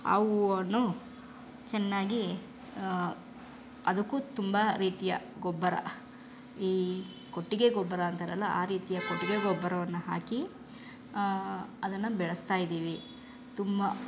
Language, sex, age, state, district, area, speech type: Kannada, female, 30-45, Karnataka, Chamarajanagar, rural, spontaneous